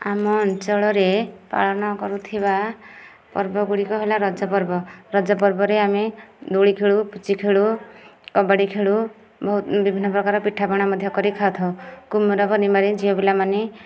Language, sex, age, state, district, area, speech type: Odia, female, 30-45, Odisha, Nayagarh, rural, spontaneous